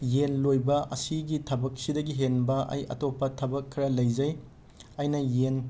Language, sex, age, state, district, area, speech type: Manipuri, male, 18-30, Manipur, Imphal West, rural, spontaneous